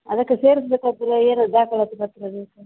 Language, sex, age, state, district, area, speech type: Kannada, female, 30-45, Karnataka, Udupi, rural, conversation